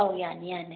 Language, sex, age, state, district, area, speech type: Manipuri, female, 30-45, Manipur, Bishnupur, rural, conversation